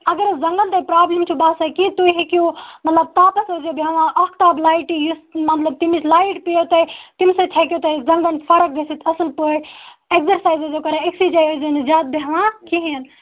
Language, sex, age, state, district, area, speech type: Kashmiri, female, 18-30, Jammu and Kashmir, Baramulla, urban, conversation